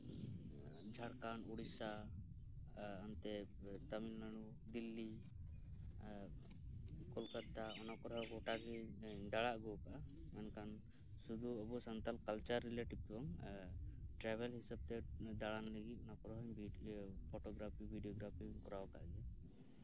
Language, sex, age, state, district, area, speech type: Santali, male, 18-30, West Bengal, Birbhum, rural, spontaneous